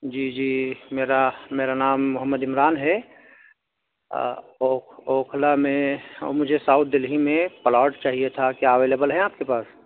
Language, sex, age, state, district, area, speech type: Urdu, male, 18-30, Delhi, South Delhi, rural, conversation